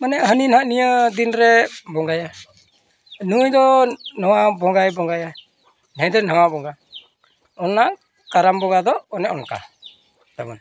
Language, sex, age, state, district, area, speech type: Santali, male, 60+, Odisha, Mayurbhanj, rural, spontaneous